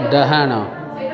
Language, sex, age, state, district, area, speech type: Odia, male, 45-60, Odisha, Kendrapara, urban, read